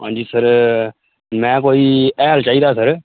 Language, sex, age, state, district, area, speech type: Dogri, male, 30-45, Jammu and Kashmir, Udhampur, rural, conversation